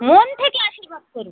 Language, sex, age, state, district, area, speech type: Bengali, female, 45-60, West Bengal, North 24 Parganas, rural, conversation